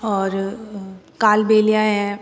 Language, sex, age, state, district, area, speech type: Hindi, female, 30-45, Rajasthan, Jodhpur, urban, spontaneous